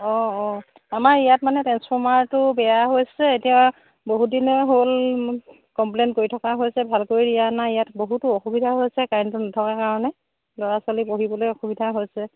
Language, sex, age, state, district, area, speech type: Assamese, female, 30-45, Assam, Charaideo, rural, conversation